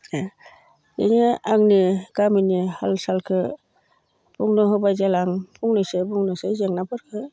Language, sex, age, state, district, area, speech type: Bodo, female, 60+, Assam, Baksa, rural, spontaneous